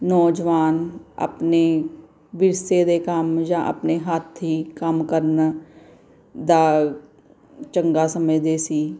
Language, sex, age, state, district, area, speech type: Punjabi, female, 45-60, Punjab, Gurdaspur, urban, spontaneous